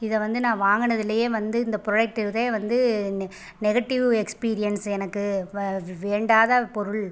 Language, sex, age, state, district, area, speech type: Tamil, female, 30-45, Tamil Nadu, Pudukkottai, rural, spontaneous